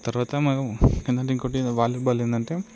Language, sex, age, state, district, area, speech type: Telugu, male, 18-30, Telangana, Peddapalli, rural, spontaneous